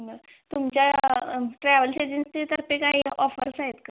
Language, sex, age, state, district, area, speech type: Marathi, female, 18-30, Maharashtra, Sangli, rural, conversation